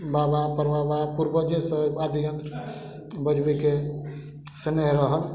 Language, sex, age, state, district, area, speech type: Maithili, male, 45-60, Bihar, Madhubani, rural, spontaneous